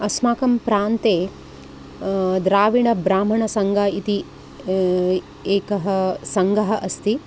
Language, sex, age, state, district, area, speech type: Sanskrit, female, 45-60, Karnataka, Udupi, urban, spontaneous